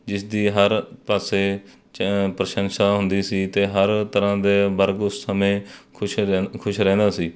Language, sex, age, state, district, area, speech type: Punjabi, male, 30-45, Punjab, Mohali, rural, spontaneous